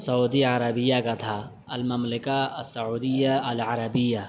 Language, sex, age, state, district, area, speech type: Urdu, male, 18-30, Delhi, South Delhi, urban, spontaneous